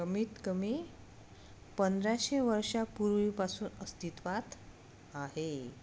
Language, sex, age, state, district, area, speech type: Marathi, female, 30-45, Maharashtra, Amravati, rural, spontaneous